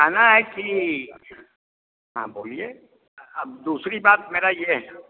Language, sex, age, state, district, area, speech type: Hindi, male, 60+, Bihar, Vaishali, rural, conversation